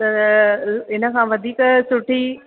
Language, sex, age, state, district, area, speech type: Sindhi, female, 30-45, Maharashtra, Thane, urban, conversation